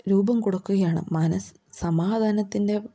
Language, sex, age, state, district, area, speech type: Malayalam, female, 18-30, Kerala, Idukki, rural, spontaneous